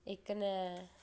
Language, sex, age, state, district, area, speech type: Dogri, female, 30-45, Jammu and Kashmir, Udhampur, rural, spontaneous